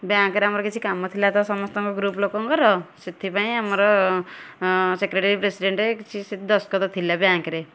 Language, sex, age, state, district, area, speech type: Odia, female, 30-45, Odisha, Kendujhar, urban, spontaneous